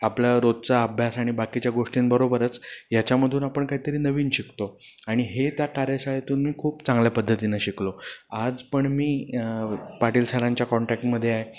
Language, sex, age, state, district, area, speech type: Marathi, male, 30-45, Maharashtra, Pune, urban, spontaneous